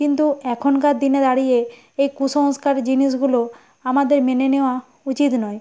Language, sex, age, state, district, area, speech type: Bengali, female, 60+, West Bengal, Nadia, rural, spontaneous